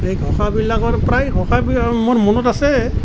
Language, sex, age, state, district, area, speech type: Assamese, male, 60+, Assam, Nalbari, rural, spontaneous